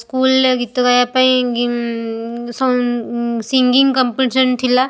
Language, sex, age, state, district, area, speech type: Odia, female, 18-30, Odisha, Balasore, rural, spontaneous